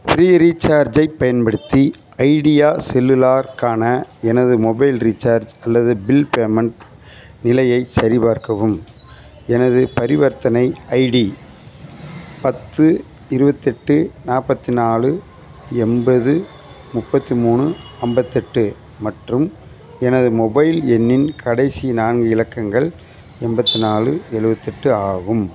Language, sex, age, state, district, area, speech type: Tamil, male, 45-60, Tamil Nadu, Theni, rural, read